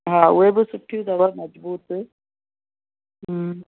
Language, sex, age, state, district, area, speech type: Sindhi, female, 45-60, Gujarat, Kutch, urban, conversation